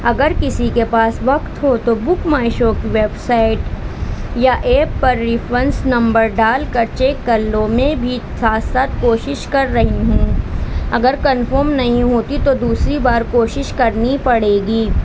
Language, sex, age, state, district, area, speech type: Urdu, female, 30-45, Uttar Pradesh, Balrampur, rural, spontaneous